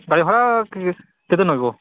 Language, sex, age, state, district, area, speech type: Odia, male, 18-30, Odisha, Balangir, urban, conversation